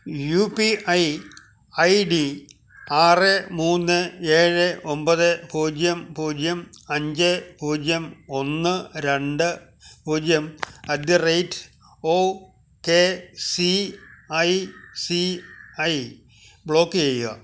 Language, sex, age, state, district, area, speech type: Malayalam, male, 60+, Kerala, Alappuzha, rural, read